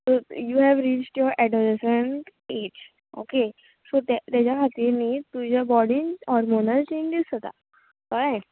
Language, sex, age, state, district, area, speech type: Goan Konkani, female, 30-45, Goa, Ponda, rural, conversation